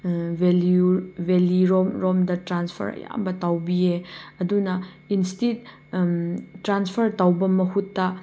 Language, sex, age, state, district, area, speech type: Manipuri, female, 30-45, Manipur, Chandel, rural, spontaneous